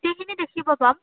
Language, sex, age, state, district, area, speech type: Assamese, female, 30-45, Assam, Nagaon, rural, conversation